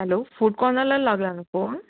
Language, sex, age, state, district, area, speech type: Goan Konkani, female, 18-30, Goa, Murmgao, urban, conversation